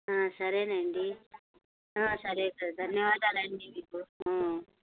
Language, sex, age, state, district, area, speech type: Telugu, female, 45-60, Andhra Pradesh, Annamaya, rural, conversation